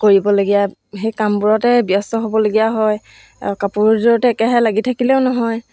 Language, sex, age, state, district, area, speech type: Assamese, female, 30-45, Assam, Sivasagar, rural, spontaneous